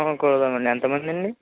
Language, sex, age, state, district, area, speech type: Telugu, male, 30-45, Andhra Pradesh, Eluru, rural, conversation